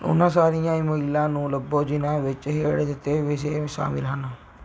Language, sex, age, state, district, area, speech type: Punjabi, male, 30-45, Punjab, Barnala, rural, read